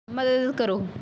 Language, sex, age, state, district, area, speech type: Punjabi, female, 18-30, Punjab, Bathinda, rural, read